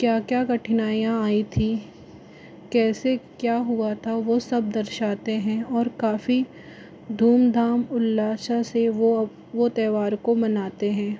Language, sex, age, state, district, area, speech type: Hindi, male, 60+, Rajasthan, Jaipur, urban, spontaneous